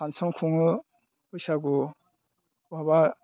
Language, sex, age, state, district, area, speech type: Bodo, male, 60+, Assam, Udalguri, rural, spontaneous